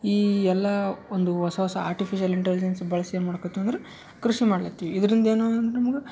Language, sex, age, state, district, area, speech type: Kannada, male, 18-30, Karnataka, Yadgir, urban, spontaneous